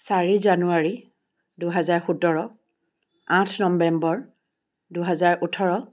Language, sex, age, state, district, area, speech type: Assamese, female, 45-60, Assam, Charaideo, urban, spontaneous